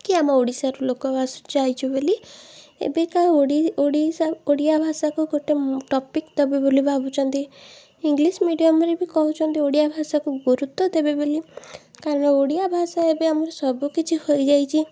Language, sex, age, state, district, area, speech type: Odia, female, 30-45, Odisha, Puri, urban, spontaneous